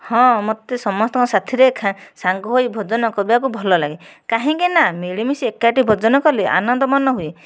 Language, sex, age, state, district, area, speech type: Odia, female, 30-45, Odisha, Nayagarh, rural, spontaneous